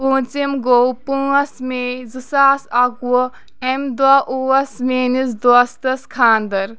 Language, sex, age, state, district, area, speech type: Kashmiri, female, 18-30, Jammu and Kashmir, Kulgam, rural, spontaneous